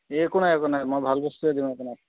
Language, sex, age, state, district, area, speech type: Assamese, male, 30-45, Assam, Charaideo, urban, conversation